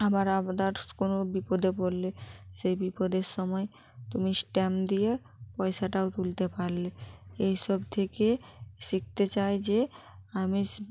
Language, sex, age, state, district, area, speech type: Bengali, female, 30-45, West Bengal, Jalpaiguri, rural, spontaneous